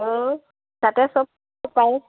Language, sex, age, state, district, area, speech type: Assamese, female, 30-45, Assam, Lakhimpur, rural, conversation